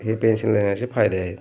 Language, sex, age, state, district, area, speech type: Marathi, male, 30-45, Maharashtra, Beed, rural, spontaneous